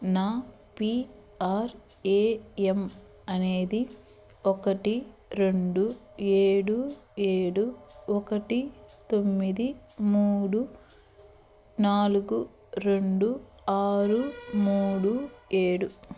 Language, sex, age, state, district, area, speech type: Telugu, female, 30-45, Andhra Pradesh, Eluru, urban, read